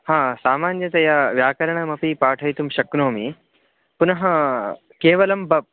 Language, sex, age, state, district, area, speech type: Sanskrit, male, 18-30, Karnataka, Uttara Kannada, rural, conversation